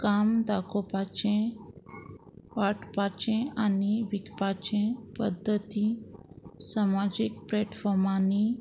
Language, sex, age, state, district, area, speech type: Goan Konkani, female, 30-45, Goa, Murmgao, rural, spontaneous